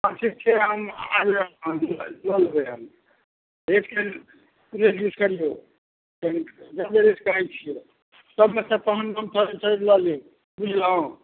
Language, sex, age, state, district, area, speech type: Maithili, male, 60+, Bihar, Samastipur, rural, conversation